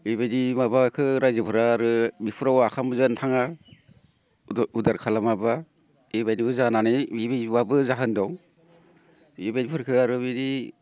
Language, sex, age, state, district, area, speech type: Bodo, male, 45-60, Assam, Baksa, urban, spontaneous